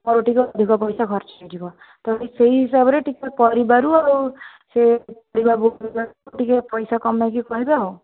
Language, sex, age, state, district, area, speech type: Odia, female, 18-30, Odisha, Jajpur, rural, conversation